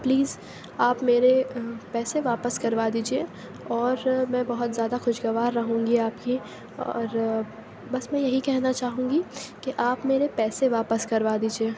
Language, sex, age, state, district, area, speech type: Urdu, female, 18-30, Uttar Pradesh, Aligarh, urban, spontaneous